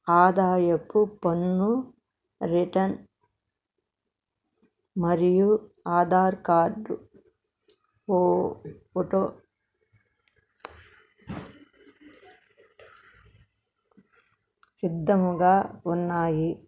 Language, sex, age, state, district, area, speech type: Telugu, female, 60+, Andhra Pradesh, Krishna, urban, read